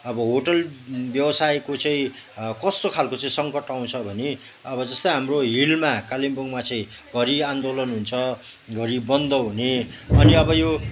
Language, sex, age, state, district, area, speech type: Nepali, male, 60+, West Bengal, Kalimpong, rural, spontaneous